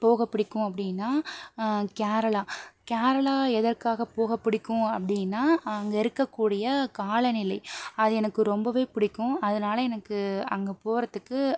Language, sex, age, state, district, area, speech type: Tamil, female, 18-30, Tamil Nadu, Pudukkottai, rural, spontaneous